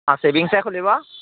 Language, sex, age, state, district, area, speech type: Assamese, male, 30-45, Assam, Majuli, urban, conversation